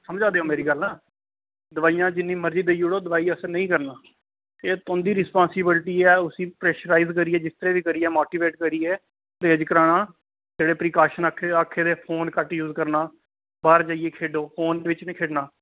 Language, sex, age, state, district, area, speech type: Dogri, male, 18-30, Jammu and Kashmir, Reasi, rural, conversation